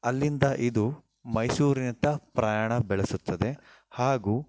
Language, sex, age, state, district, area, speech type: Kannada, male, 30-45, Karnataka, Shimoga, rural, spontaneous